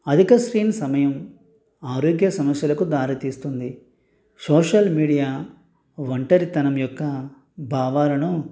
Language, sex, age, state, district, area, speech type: Telugu, male, 45-60, Andhra Pradesh, Eluru, rural, spontaneous